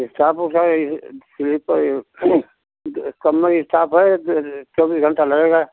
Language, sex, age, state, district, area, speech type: Hindi, male, 60+, Uttar Pradesh, Ghazipur, rural, conversation